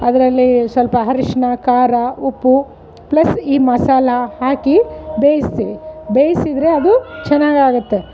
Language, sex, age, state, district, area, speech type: Kannada, female, 45-60, Karnataka, Bellary, rural, spontaneous